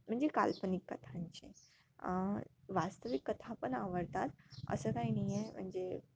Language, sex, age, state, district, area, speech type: Marathi, female, 18-30, Maharashtra, Amravati, rural, spontaneous